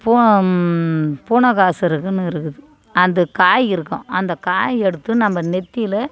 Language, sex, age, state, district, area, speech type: Tamil, female, 45-60, Tamil Nadu, Tiruvannamalai, rural, spontaneous